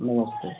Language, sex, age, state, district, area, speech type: Hindi, male, 30-45, Uttar Pradesh, Jaunpur, rural, conversation